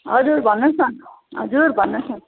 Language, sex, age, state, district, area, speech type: Nepali, female, 45-60, West Bengal, Jalpaiguri, urban, conversation